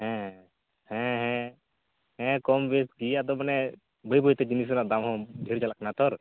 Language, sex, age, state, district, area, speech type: Santali, male, 18-30, West Bengal, Uttar Dinajpur, rural, conversation